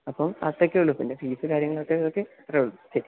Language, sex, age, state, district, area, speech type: Malayalam, male, 18-30, Kerala, Idukki, rural, conversation